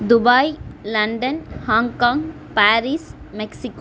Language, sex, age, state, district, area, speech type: Tamil, female, 18-30, Tamil Nadu, Kallakurichi, rural, spontaneous